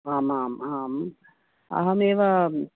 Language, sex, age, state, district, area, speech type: Sanskrit, female, 45-60, Karnataka, Dakshina Kannada, urban, conversation